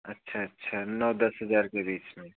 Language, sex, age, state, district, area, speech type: Hindi, male, 30-45, Uttar Pradesh, Chandauli, rural, conversation